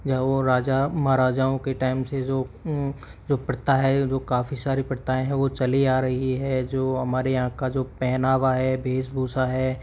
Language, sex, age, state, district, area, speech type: Hindi, male, 30-45, Rajasthan, Karauli, rural, spontaneous